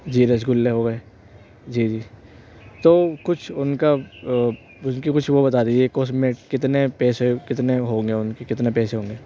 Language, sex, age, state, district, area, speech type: Urdu, male, 18-30, Delhi, North West Delhi, urban, spontaneous